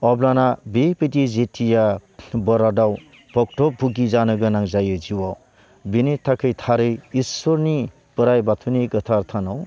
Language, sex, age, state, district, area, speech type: Bodo, male, 60+, Assam, Baksa, rural, spontaneous